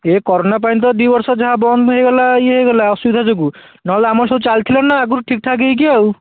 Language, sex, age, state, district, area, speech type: Odia, male, 60+, Odisha, Jajpur, rural, conversation